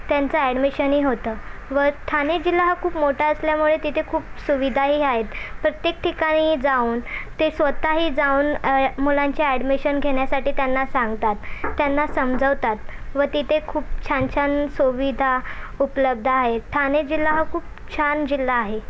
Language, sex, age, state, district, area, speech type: Marathi, female, 18-30, Maharashtra, Thane, urban, spontaneous